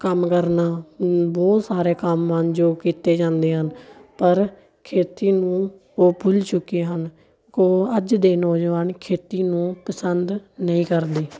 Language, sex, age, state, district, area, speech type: Punjabi, female, 18-30, Punjab, Fazilka, rural, spontaneous